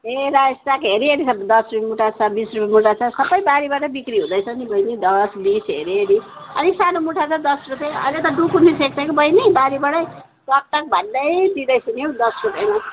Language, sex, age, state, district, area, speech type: Nepali, female, 45-60, West Bengal, Jalpaiguri, urban, conversation